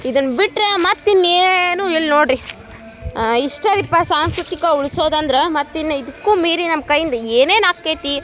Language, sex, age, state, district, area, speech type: Kannada, female, 18-30, Karnataka, Dharwad, rural, spontaneous